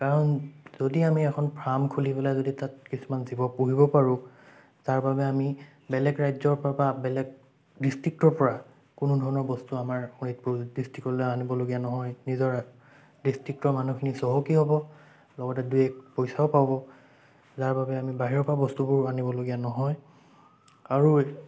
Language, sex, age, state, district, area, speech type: Assamese, male, 18-30, Assam, Sonitpur, rural, spontaneous